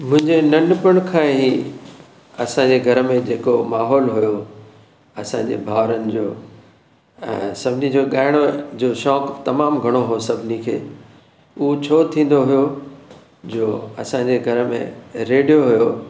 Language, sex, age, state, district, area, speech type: Sindhi, male, 60+, Maharashtra, Thane, urban, spontaneous